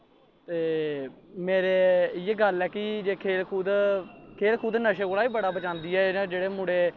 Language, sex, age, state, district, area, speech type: Dogri, male, 18-30, Jammu and Kashmir, Samba, rural, spontaneous